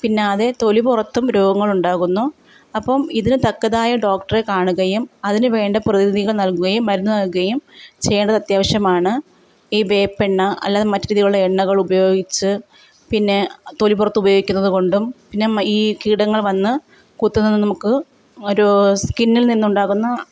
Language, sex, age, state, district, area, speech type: Malayalam, female, 30-45, Kerala, Kottayam, rural, spontaneous